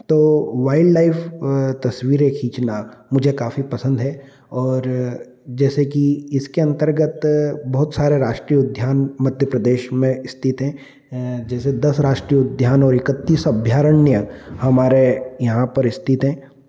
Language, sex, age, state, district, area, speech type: Hindi, male, 30-45, Madhya Pradesh, Ujjain, urban, spontaneous